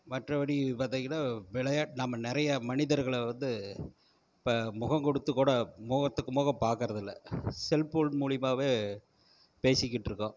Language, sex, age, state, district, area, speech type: Tamil, male, 45-60, Tamil Nadu, Erode, rural, spontaneous